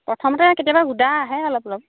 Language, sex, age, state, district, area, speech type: Assamese, female, 30-45, Assam, Sivasagar, rural, conversation